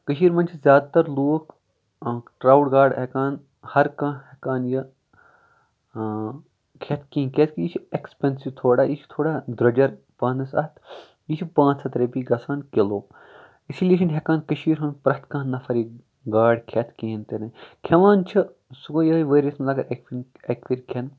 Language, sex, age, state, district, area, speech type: Kashmiri, male, 18-30, Jammu and Kashmir, Kupwara, rural, spontaneous